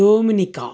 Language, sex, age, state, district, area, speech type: Telugu, male, 30-45, Andhra Pradesh, Krishna, urban, spontaneous